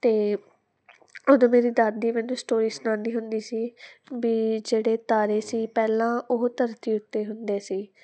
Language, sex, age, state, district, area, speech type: Punjabi, female, 18-30, Punjab, Muktsar, urban, spontaneous